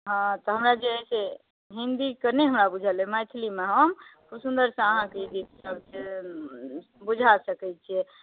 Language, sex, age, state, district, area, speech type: Maithili, female, 45-60, Bihar, Madhubani, rural, conversation